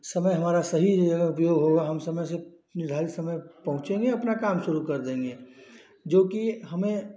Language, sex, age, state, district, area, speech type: Hindi, male, 30-45, Uttar Pradesh, Chandauli, rural, spontaneous